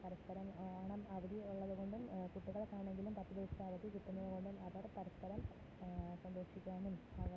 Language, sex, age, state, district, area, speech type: Malayalam, female, 30-45, Kerala, Kottayam, rural, spontaneous